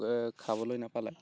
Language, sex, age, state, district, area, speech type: Assamese, male, 18-30, Assam, Golaghat, rural, spontaneous